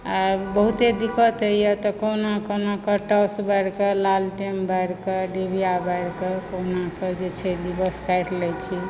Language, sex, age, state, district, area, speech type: Maithili, female, 60+, Bihar, Supaul, urban, spontaneous